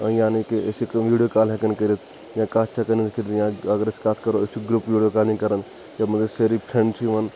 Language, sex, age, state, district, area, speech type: Kashmiri, male, 30-45, Jammu and Kashmir, Shopian, rural, spontaneous